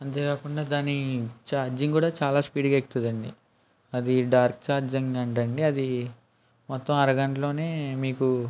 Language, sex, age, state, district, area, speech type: Telugu, male, 18-30, Andhra Pradesh, West Godavari, rural, spontaneous